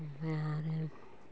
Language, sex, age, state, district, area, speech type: Bodo, female, 45-60, Assam, Baksa, rural, spontaneous